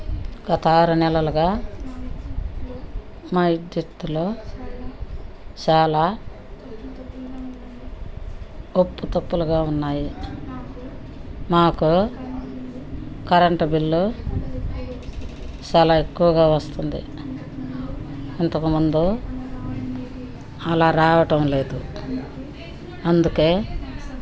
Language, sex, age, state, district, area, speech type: Telugu, female, 60+, Andhra Pradesh, Nellore, rural, spontaneous